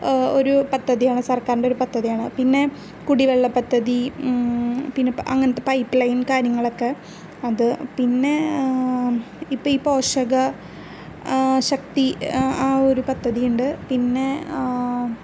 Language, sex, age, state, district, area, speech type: Malayalam, female, 18-30, Kerala, Ernakulam, rural, spontaneous